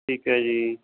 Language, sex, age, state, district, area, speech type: Punjabi, male, 45-60, Punjab, Mansa, rural, conversation